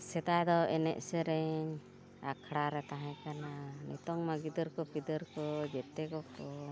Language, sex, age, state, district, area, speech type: Santali, female, 60+, Odisha, Mayurbhanj, rural, spontaneous